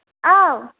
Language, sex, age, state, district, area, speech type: Bodo, other, 30-45, Assam, Kokrajhar, rural, conversation